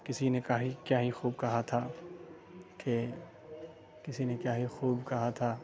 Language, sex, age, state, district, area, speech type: Urdu, male, 30-45, Bihar, Khagaria, rural, spontaneous